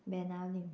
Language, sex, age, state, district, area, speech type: Goan Konkani, female, 18-30, Goa, Murmgao, rural, spontaneous